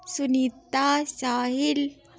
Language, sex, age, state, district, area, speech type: Dogri, female, 18-30, Jammu and Kashmir, Udhampur, rural, spontaneous